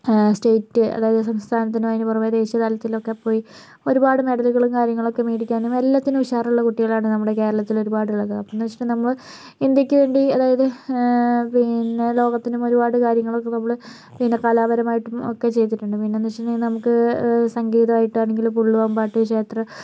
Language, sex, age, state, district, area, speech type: Malayalam, female, 18-30, Kerala, Kozhikode, urban, spontaneous